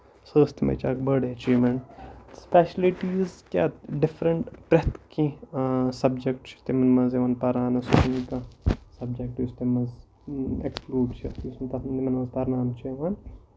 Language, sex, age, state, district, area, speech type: Kashmiri, male, 18-30, Jammu and Kashmir, Kupwara, rural, spontaneous